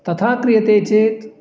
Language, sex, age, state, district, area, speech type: Sanskrit, male, 45-60, Karnataka, Uttara Kannada, urban, spontaneous